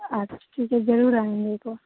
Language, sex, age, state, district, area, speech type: Hindi, female, 18-30, Bihar, Begusarai, rural, conversation